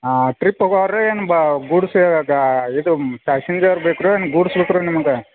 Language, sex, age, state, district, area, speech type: Kannada, male, 45-60, Karnataka, Belgaum, rural, conversation